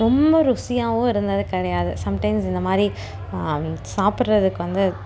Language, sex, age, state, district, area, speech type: Tamil, female, 18-30, Tamil Nadu, Salem, urban, spontaneous